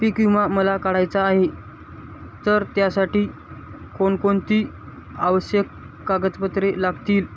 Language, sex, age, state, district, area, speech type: Marathi, male, 18-30, Maharashtra, Hingoli, urban, spontaneous